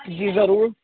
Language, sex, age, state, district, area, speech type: Urdu, female, 30-45, Uttar Pradesh, Muzaffarnagar, urban, conversation